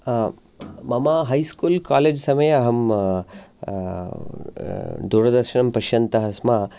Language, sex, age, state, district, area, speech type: Sanskrit, male, 30-45, Karnataka, Chikkamagaluru, urban, spontaneous